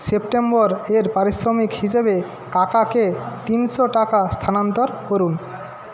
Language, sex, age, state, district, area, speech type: Bengali, male, 45-60, West Bengal, Jhargram, rural, read